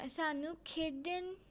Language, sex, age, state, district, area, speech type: Punjabi, female, 18-30, Punjab, Amritsar, urban, spontaneous